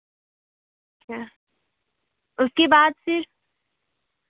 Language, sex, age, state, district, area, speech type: Hindi, female, 18-30, Madhya Pradesh, Seoni, urban, conversation